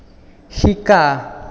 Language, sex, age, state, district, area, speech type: Assamese, male, 30-45, Assam, Sonitpur, rural, read